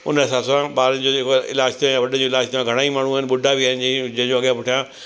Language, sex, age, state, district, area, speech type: Sindhi, male, 60+, Delhi, South Delhi, urban, spontaneous